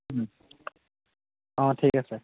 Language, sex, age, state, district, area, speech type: Assamese, male, 18-30, Assam, Lakhimpur, rural, conversation